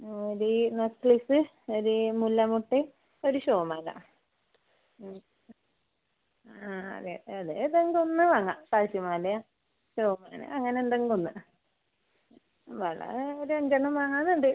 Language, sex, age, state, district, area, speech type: Malayalam, female, 45-60, Kerala, Kasaragod, rural, conversation